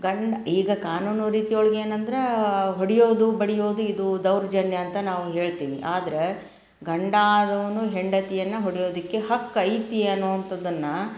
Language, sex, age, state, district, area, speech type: Kannada, female, 45-60, Karnataka, Koppal, rural, spontaneous